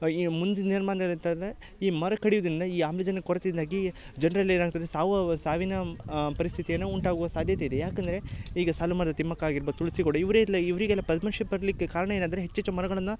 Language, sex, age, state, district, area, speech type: Kannada, male, 18-30, Karnataka, Uttara Kannada, rural, spontaneous